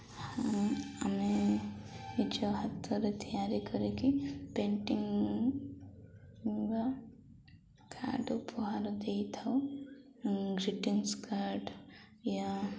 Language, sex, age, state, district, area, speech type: Odia, female, 18-30, Odisha, Koraput, urban, spontaneous